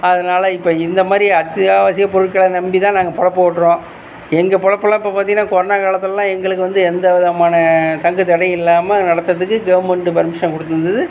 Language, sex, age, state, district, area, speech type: Tamil, male, 45-60, Tamil Nadu, Tiruchirappalli, rural, spontaneous